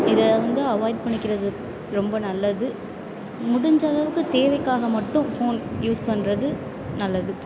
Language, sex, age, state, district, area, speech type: Tamil, female, 18-30, Tamil Nadu, Perambalur, rural, spontaneous